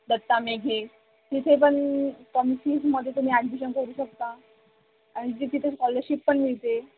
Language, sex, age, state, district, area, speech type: Marathi, female, 18-30, Maharashtra, Wardha, rural, conversation